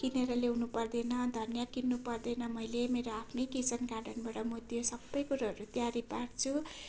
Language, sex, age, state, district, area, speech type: Nepali, female, 45-60, West Bengal, Darjeeling, rural, spontaneous